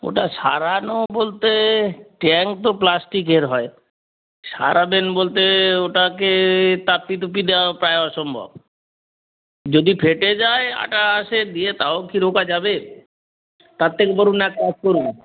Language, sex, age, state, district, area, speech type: Bengali, male, 30-45, West Bengal, Darjeeling, rural, conversation